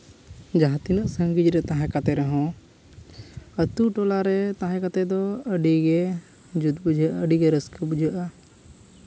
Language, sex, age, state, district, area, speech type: Santali, male, 30-45, Jharkhand, East Singhbhum, rural, spontaneous